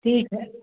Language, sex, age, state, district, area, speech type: Hindi, female, 45-60, Madhya Pradesh, Jabalpur, urban, conversation